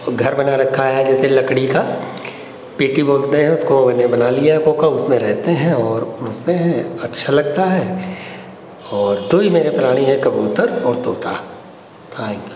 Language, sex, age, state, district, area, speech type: Hindi, male, 60+, Uttar Pradesh, Hardoi, rural, spontaneous